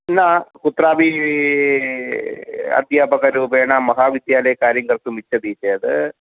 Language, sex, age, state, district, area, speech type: Sanskrit, male, 45-60, Kerala, Thrissur, urban, conversation